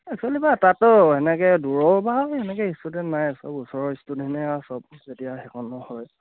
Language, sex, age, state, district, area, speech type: Assamese, male, 18-30, Assam, Charaideo, rural, conversation